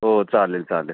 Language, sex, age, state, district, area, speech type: Marathi, male, 18-30, Maharashtra, Mumbai City, urban, conversation